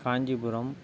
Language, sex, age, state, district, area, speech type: Tamil, male, 45-60, Tamil Nadu, Ariyalur, rural, spontaneous